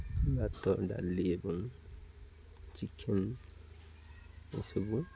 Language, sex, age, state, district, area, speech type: Odia, male, 30-45, Odisha, Nabarangpur, urban, spontaneous